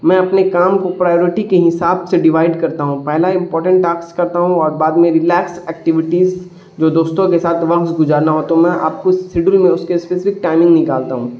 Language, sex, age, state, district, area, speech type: Urdu, male, 18-30, Bihar, Darbhanga, rural, spontaneous